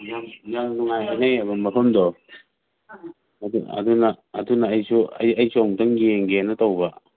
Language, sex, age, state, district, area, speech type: Manipuri, male, 45-60, Manipur, Imphal East, rural, conversation